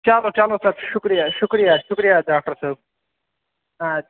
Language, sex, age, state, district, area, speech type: Kashmiri, male, 18-30, Jammu and Kashmir, Ganderbal, rural, conversation